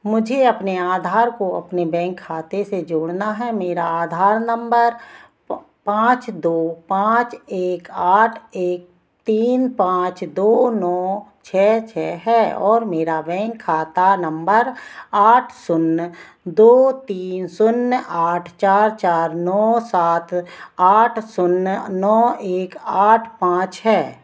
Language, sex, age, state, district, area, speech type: Hindi, female, 45-60, Madhya Pradesh, Narsinghpur, rural, read